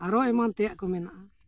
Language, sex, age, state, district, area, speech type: Santali, male, 60+, Jharkhand, Bokaro, rural, spontaneous